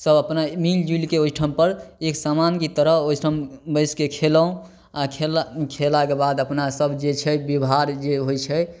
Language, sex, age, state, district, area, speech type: Maithili, male, 18-30, Bihar, Samastipur, rural, spontaneous